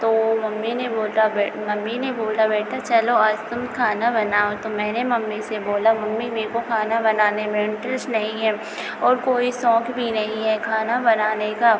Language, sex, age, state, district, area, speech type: Hindi, female, 30-45, Madhya Pradesh, Hoshangabad, rural, spontaneous